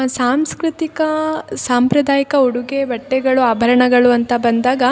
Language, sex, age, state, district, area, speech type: Kannada, female, 18-30, Karnataka, Chikkamagaluru, rural, spontaneous